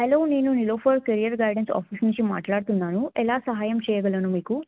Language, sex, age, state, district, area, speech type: Telugu, female, 18-30, Telangana, Bhadradri Kothagudem, urban, conversation